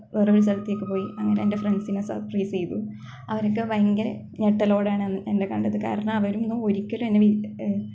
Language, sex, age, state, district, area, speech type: Malayalam, female, 18-30, Kerala, Kasaragod, rural, spontaneous